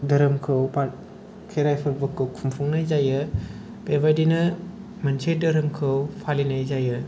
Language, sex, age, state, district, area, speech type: Bodo, male, 18-30, Assam, Kokrajhar, rural, spontaneous